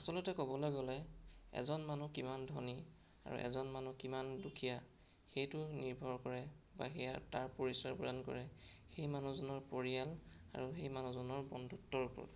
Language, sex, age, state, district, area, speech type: Assamese, male, 18-30, Assam, Sonitpur, rural, spontaneous